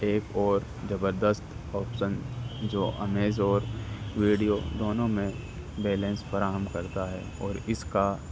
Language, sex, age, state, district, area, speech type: Urdu, male, 30-45, Delhi, North East Delhi, urban, spontaneous